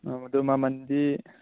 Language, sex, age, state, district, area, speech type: Manipuri, male, 18-30, Manipur, Churachandpur, rural, conversation